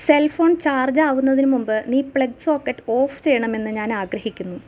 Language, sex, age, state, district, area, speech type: Malayalam, female, 30-45, Kerala, Ernakulam, rural, read